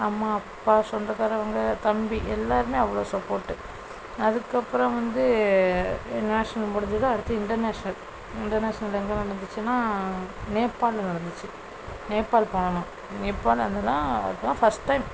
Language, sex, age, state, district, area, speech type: Tamil, female, 18-30, Tamil Nadu, Thoothukudi, rural, spontaneous